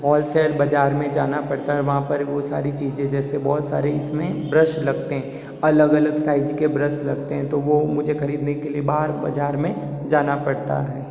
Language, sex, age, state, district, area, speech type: Hindi, male, 30-45, Rajasthan, Jodhpur, urban, spontaneous